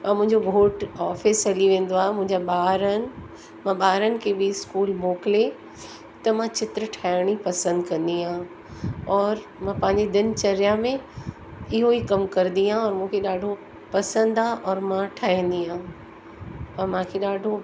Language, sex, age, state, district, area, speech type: Sindhi, female, 60+, Uttar Pradesh, Lucknow, urban, spontaneous